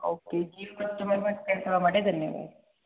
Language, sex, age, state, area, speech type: Gujarati, female, 30-45, Gujarat, urban, conversation